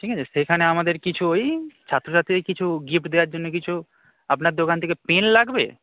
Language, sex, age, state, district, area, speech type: Bengali, male, 18-30, West Bengal, Darjeeling, rural, conversation